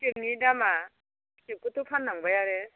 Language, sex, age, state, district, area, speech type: Bodo, female, 45-60, Assam, Baksa, rural, conversation